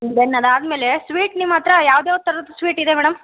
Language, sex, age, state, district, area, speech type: Kannada, female, 30-45, Karnataka, Vijayanagara, rural, conversation